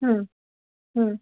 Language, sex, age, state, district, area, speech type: Bengali, female, 18-30, West Bengal, Malda, rural, conversation